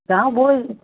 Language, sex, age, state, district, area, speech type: Assamese, female, 60+, Assam, Charaideo, urban, conversation